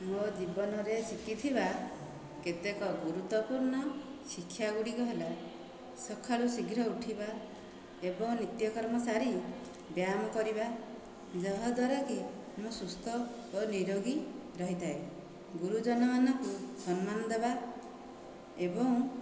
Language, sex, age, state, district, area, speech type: Odia, female, 45-60, Odisha, Dhenkanal, rural, spontaneous